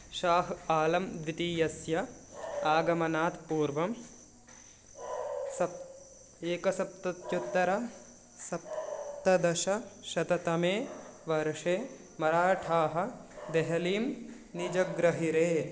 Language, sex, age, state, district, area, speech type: Sanskrit, male, 18-30, Telangana, Medak, urban, read